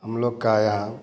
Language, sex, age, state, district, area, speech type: Hindi, male, 45-60, Bihar, Samastipur, rural, spontaneous